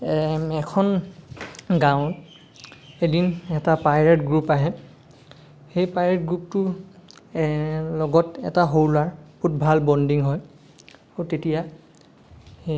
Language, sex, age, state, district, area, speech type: Assamese, male, 18-30, Assam, Lakhimpur, rural, spontaneous